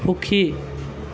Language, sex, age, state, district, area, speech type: Assamese, male, 45-60, Assam, Lakhimpur, rural, read